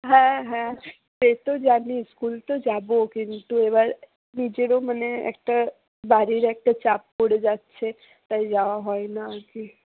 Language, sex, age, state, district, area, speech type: Bengali, female, 60+, West Bengal, Purba Bardhaman, rural, conversation